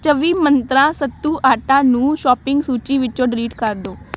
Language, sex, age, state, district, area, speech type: Punjabi, female, 18-30, Punjab, Amritsar, urban, read